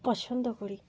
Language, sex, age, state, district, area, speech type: Bengali, female, 30-45, West Bengal, Cooch Behar, urban, spontaneous